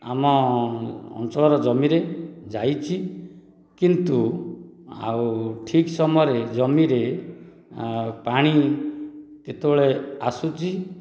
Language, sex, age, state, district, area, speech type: Odia, male, 45-60, Odisha, Dhenkanal, rural, spontaneous